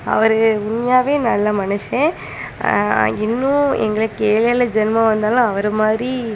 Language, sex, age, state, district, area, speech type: Tamil, female, 18-30, Tamil Nadu, Kanyakumari, rural, spontaneous